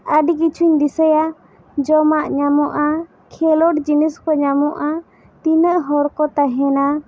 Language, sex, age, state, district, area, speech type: Santali, female, 18-30, West Bengal, Bankura, rural, spontaneous